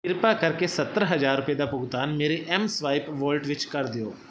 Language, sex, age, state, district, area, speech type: Punjabi, male, 30-45, Punjab, Fazilka, urban, read